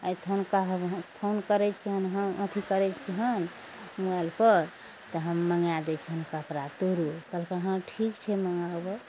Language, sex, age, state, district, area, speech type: Maithili, female, 60+, Bihar, Araria, rural, spontaneous